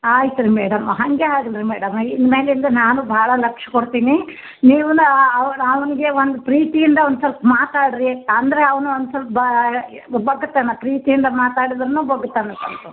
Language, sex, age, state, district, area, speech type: Kannada, female, 60+, Karnataka, Gulbarga, urban, conversation